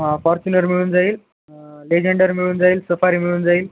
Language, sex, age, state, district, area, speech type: Marathi, male, 18-30, Maharashtra, Nanded, urban, conversation